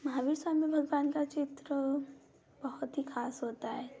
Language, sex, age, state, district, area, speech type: Hindi, female, 18-30, Madhya Pradesh, Ujjain, urban, spontaneous